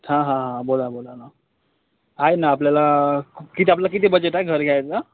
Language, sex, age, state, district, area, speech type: Marathi, male, 18-30, Maharashtra, Yavatmal, rural, conversation